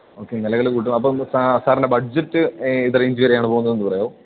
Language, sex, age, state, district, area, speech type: Malayalam, male, 18-30, Kerala, Idukki, rural, conversation